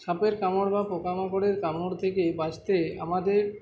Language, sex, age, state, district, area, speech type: Bengali, male, 18-30, West Bengal, Uttar Dinajpur, rural, spontaneous